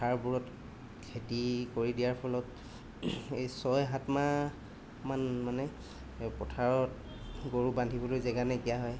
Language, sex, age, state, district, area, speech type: Assamese, male, 30-45, Assam, Golaghat, urban, spontaneous